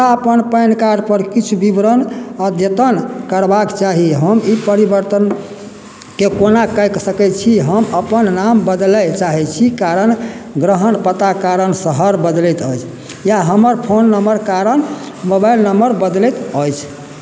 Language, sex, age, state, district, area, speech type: Maithili, male, 60+, Bihar, Madhubani, rural, read